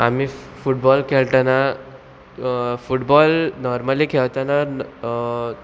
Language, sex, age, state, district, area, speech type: Goan Konkani, male, 18-30, Goa, Murmgao, rural, spontaneous